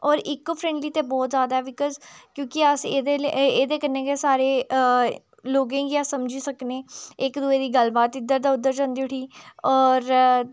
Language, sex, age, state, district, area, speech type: Dogri, female, 30-45, Jammu and Kashmir, Udhampur, urban, spontaneous